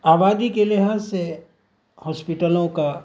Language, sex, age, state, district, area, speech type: Urdu, male, 45-60, Bihar, Saharsa, rural, spontaneous